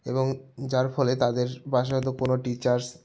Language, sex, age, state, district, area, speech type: Bengali, male, 18-30, West Bengal, Jalpaiguri, rural, spontaneous